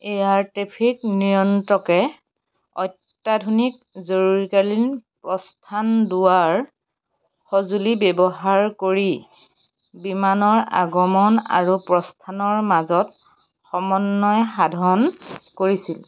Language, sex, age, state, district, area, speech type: Assamese, female, 30-45, Assam, Golaghat, rural, read